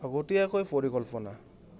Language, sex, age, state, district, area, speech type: Assamese, male, 18-30, Assam, Goalpara, urban, spontaneous